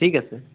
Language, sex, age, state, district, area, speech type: Assamese, male, 30-45, Assam, Dhemaji, rural, conversation